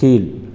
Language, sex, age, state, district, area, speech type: Tamil, male, 30-45, Tamil Nadu, Salem, rural, read